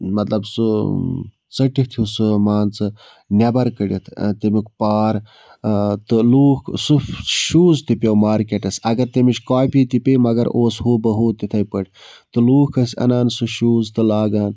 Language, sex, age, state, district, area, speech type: Kashmiri, male, 45-60, Jammu and Kashmir, Budgam, rural, spontaneous